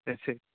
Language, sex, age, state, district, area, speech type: Tamil, male, 18-30, Tamil Nadu, Nagapattinam, rural, conversation